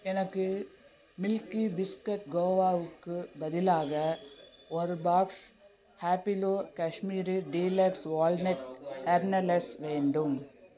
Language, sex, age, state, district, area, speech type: Tamil, female, 60+, Tamil Nadu, Nagapattinam, rural, read